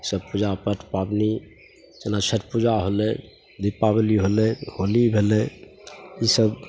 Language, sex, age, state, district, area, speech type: Maithili, male, 45-60, Bihar, Begusarai, urban, spontaneous